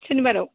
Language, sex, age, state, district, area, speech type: Bodo, female, 18-30, Assam, Kokrajhar, rural, conversation